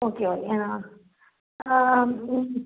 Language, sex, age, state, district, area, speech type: Tamil, female, 45-60, Tamil Nadu, Namakkal, rural, conversation